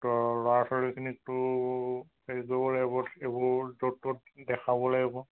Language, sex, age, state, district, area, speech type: Assamese, male, 45-60, Assam, Charaideo, rural, conversation